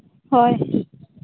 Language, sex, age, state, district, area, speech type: Santali, female, 18-30, Jharkhand, Seraikela Kharsawan, rural, conversation